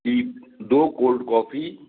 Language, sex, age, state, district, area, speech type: Hindi, male, 30-45, Madhya Pradesh, Gwalior, rural, conversation